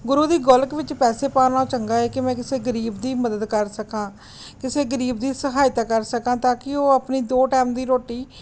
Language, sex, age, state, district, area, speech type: Punjabi, female, 30-45, Punjab, Gurdaspur, rural, spontaneous